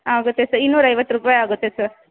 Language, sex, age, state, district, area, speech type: Kannada, female, 18-30, Karnataka, Chamarajanagar, rural, conversation